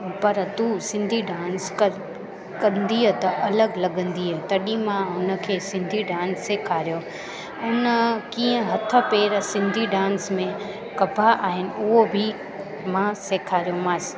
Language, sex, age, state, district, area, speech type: Sindhi, female, 30-45, Gujarat, Junagadh, urban, spontaneous